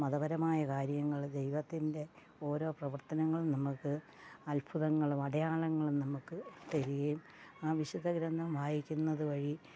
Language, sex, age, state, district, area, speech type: Malayalam, female, 45-60, Kerala, Pathanamthitta, rural, spontaneous